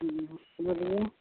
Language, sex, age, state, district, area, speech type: Hindi, female, 45-60, Bihar, Madhepura, rural, conversation